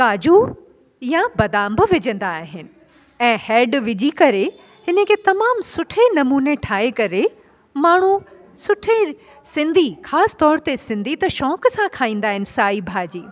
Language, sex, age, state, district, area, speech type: Sindhi, female, 45-60, Delhi, South Delhi, urban, spontaneous